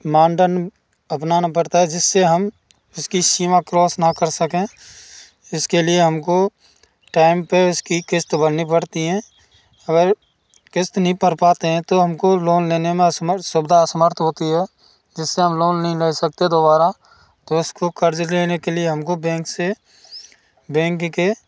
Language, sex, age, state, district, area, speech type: Hindi, male, 30-45, Rajasthan, Bharatpur, rural, spontaneous